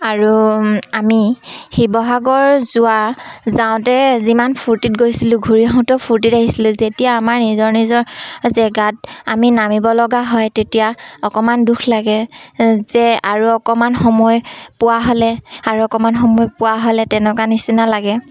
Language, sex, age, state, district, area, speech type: Assamese, female, 18-30, Assam, Dhemaji, urban, spontaneous